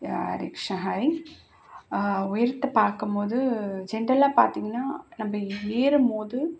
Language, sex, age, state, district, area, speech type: Tamil, female, 45-60, Tamil Nadu, Kanchipuram, urban, spontaneous